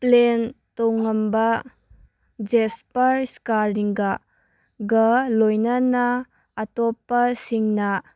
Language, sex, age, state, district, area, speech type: Manipuri, female, 18-30, Manipur, Kangpokpi, urban, read